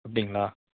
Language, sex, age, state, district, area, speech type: Tamil, male, 30-45, Tamil Nadu, Namakkal, rural, conversation